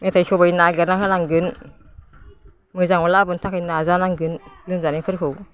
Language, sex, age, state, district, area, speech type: Bodo, female, 60+, Assam, Udalguri, rural, spontaneous